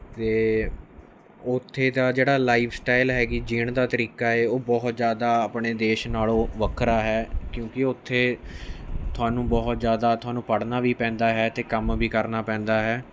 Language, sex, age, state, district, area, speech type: Punjabi, male, 18-30, Punjab, Mohali, urban, spontaneous